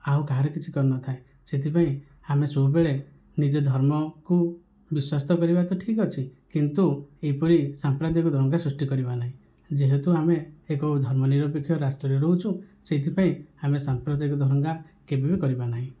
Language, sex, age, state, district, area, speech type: Odia, male, 30-45, Odisha, Kandhamal, rural, spontaneous